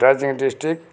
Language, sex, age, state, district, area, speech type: Nepali, male, 60+, West Bengal, Darjeeling, rural, spontaneous